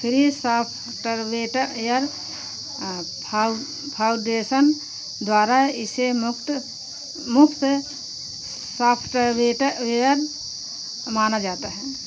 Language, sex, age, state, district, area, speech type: Hindi, female, 60+, Uttar Pradesh, Pratapgarh, rural, read